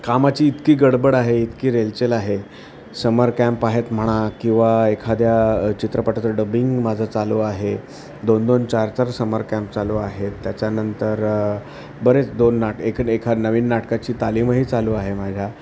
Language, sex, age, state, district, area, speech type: Marathi, male, 45-60, Maharashtra, Thane, rural, spontaneous